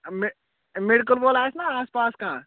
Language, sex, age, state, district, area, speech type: Kashmiri, male, 18-30, Jammu and Kashmir, Anantnag, rural, conversation